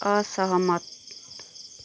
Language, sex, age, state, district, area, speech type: Nepali, female, 30-45, West Bengal, Kalimpong, rural, read